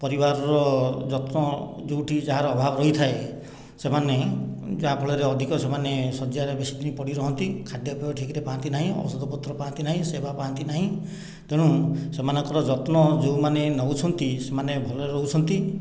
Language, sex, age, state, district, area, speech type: Odia, male, 60+, Odisha, Khordha, rural, spontaneous